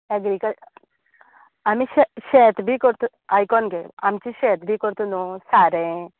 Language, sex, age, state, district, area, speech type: Goan Konkani, female, 30-45, Goa, Canacona, rural, conversation